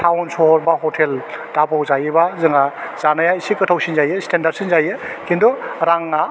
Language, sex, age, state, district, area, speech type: Bodo, male, 45-60, Assam, Chirang, rural, spontaneous